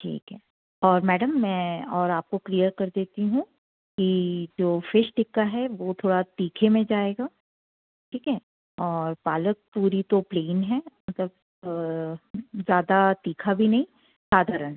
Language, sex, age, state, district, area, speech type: Hindi, female, 45-60, Madhya Pradesh, Jabalpur, urban, conversation